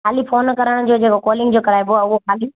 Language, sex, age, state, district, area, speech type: Sindhi, female, 30-45, Gujarat, Kutch, rural, conversation